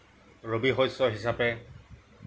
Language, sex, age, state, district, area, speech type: Assamese, male, 60+, Assam, Nagaon, rural, spontaneous